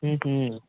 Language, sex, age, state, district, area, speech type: Tamil, male, 18-30, Tamil Nadu, Salem, rural, conversation